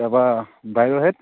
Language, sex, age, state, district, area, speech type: Assamese, male, 18-30, Assam, Dibrugarh, urban, conversation